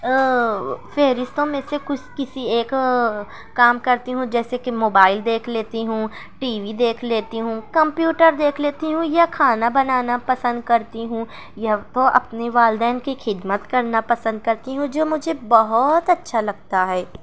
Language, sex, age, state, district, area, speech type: Urdu, female, 18-30, Maharashtra, Nashik, urban, spontaneous